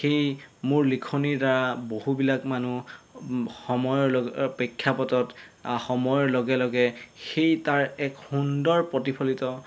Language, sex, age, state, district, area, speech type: Assamese, male, 30-45, Assam, Golaghat, urban, spontaneous